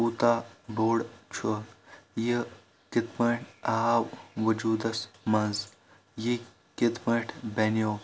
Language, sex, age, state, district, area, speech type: Kashmiri, male, 18-30, Jammu and Kashmir, Shopian, rural, spontaneous